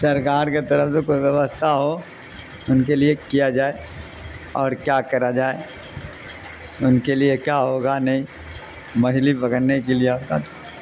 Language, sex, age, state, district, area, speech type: Urdu, male, 60+, Bihar, Darbhanga, rural, spontaneous